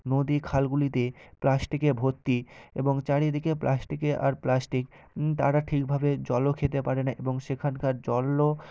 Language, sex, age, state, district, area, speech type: Bengali, male, 18-30, West Bengal, North 24 Parganas, rural, spontaneous